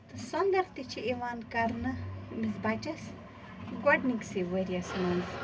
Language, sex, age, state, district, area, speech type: Kashmiri, female, 45-60, Jammu and Kashmir, Bandipora, rural, spontaneous